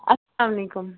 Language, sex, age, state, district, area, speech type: Kashmiri, female, 30-45, Jammu and Kashmir, Ganderbal, rural, conversation